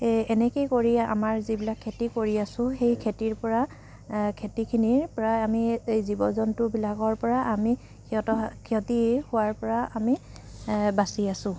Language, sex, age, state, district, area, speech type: Assamese, female, 45-60, Assam, Dibrugarh, rural, spontaneous